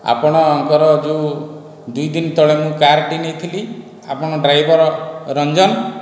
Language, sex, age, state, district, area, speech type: Odia, male, 60+, Odisha, Khordha, rural, spontaneous